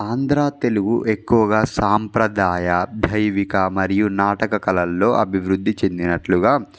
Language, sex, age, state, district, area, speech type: Telugu, male, 18-30, Andhra Pradesh, Palnadu, rural, spontaneous